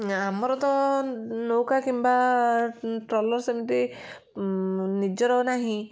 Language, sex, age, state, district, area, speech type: Odia, female, 45-60, Odisha, Kendujhar, urban, spontaneous